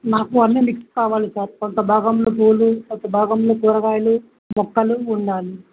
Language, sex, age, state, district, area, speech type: Telugu, male, 18-30, Telangana, Jangaon, rural, conversation